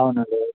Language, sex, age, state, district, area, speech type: Telugu, male, 30-45, Andhra Pradesh, Kurnool, rural, conversation